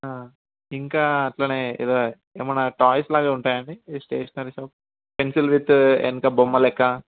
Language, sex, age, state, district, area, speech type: Telugu, male, 18-30, Telangana, Ranga Reddy, urban, conversation